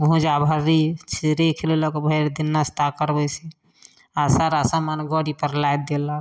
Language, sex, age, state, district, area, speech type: Maithili, female, 45-60, Bihar, Samastipur, rural, spontaneous